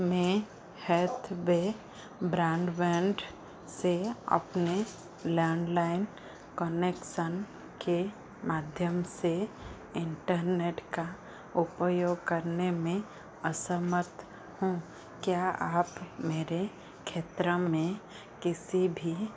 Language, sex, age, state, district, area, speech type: Hindi, female, 45-60, Madhya Pradesh, Chhindwara, rural, read